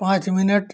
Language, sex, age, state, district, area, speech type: Hindi, male, 60+, Uttar Pradesh, Azamgarh, urban, spontaneous